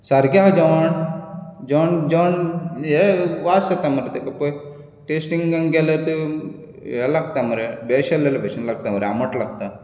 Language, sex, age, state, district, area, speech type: Goan Konkani, male, 45-60, Goa, Bardez, urban, spontaneous